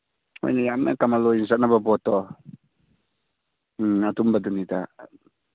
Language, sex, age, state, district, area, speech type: Manipuri, male, 18-30, Manipur, Churachandpur, rural, conversation